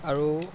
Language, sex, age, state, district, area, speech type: Assamese, male, 18-30, Assam, Majuli, urban, spontaneous